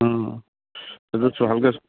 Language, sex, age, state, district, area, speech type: Assamese, male, 45-60, Assam, Charaideo, rural, conversation